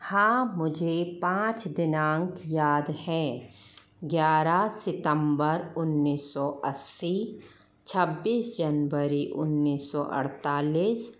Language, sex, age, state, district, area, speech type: Hindi, female, 30-45, Rajasthan, Jaipur, urban, spontaneous